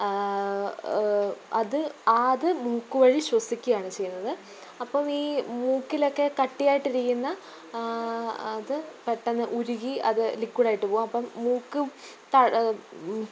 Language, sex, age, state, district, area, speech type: Malayalam, female, 18-30, Kerala, Pathanamthitta, rural, spontaneous